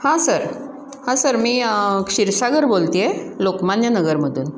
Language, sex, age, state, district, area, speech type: Marathi, female, 60+, Maharashtra, Pune, urban, spontaneous